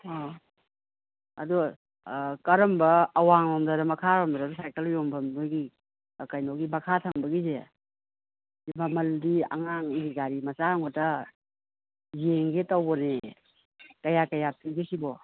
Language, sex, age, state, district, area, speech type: Manipuri, female, 60+, Manipur, Imphal West, urban, conversation